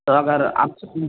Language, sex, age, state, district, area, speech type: Urdu, male, 30-45, Bihar, Purnia, rural, conversation